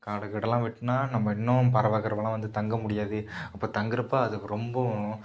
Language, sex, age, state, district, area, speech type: Tamil, male, 18-30, Tamil Nadu, Nagapattinam, rural, spontaneous